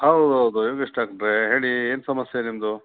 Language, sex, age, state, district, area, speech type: Kannada, male, 45-60, Karnataka, Bangalore Urban, urban, conversation